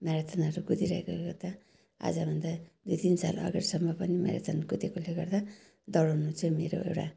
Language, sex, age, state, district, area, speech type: Nepali, female, 60+, West Bengal, Darjeeling, rural, spontaneous